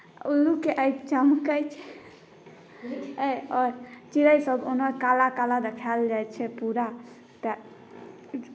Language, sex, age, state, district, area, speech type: Maithili, female, 18-30, Bihar, Saharsa, rural, spontaneous